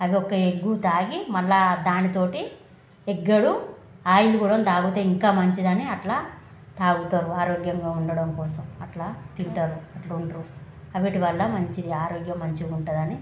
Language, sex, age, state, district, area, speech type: Telugu, female, 30-45, Telangana, Jagtial, rural, spontaneous